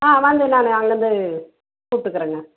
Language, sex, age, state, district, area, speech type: Tamil, female, 45-60, Tamil Nadu, Dharmapuri, rural, conversation